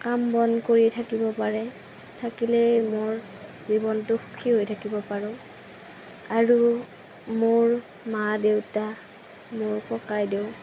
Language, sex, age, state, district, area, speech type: Assamese, female, 30-45, Assam, Darrang, rural, spontaneous